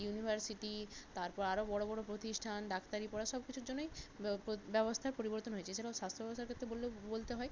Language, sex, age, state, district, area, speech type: Bengali, female, 18-30, West Bengal, North 24 Parganas, rural, spontaneous